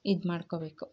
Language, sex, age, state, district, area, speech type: Kannada, female, 30-45, Karnataka, Chikkamagaluru, rural, spontaneous